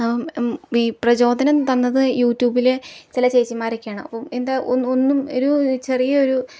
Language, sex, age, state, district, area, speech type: Malayalam, female, 18-30, Kerala, Palakkad, rural, spontaneous